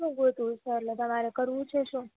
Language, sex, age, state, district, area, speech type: Gujarati, female, 18-30, Gujarat, Junagadh, rural, conversation